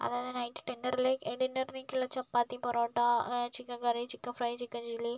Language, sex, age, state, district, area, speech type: Malayalam, male, 30-45, Kerala, Kozhikode, urban, spontaneous